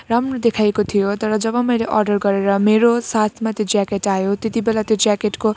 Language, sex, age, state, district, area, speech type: Nepali, female, 18-30, West Bengal, Jalpaiguri, rural, spontaneous